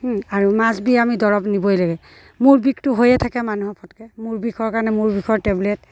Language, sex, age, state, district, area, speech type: Assamese, female, 45-60, Assam, Dibrugarh, urban, spontaneous